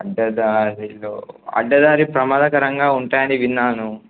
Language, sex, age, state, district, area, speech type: Telugu, male, 18-30, Telangana, Adilabad, rural, conversation